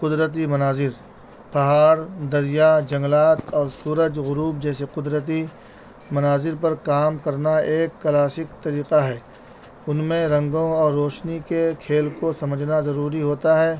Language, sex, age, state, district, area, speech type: Urdu, male, 30-45, Delhi, North East Delhi, urban, spontaneous